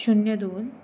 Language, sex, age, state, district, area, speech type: Marathi, female, 18-30, Maharashtra, Sindhudurg, rural, spontaneous